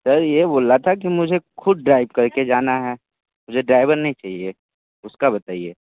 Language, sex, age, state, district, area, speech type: Hindi, male, 18-30, Uttar Pradesh, Sonbhadra, rural, conversation